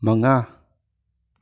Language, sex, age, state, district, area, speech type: Manipuri, male, 18-30, Manipur, Imphal West, urban, read